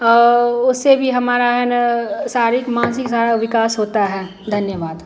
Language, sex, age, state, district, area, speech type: Hindi, female, 45-60, Bihar, Madhubani, rural, spontaneous